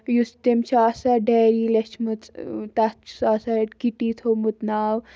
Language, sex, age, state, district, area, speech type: Kashmiri, female, 18-30, Jammu and Kashmir, Baramulla, rural, spontaneous